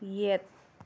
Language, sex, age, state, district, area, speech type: Manipuri, female, 45-60, Manipur, Tengnoupal, rural, read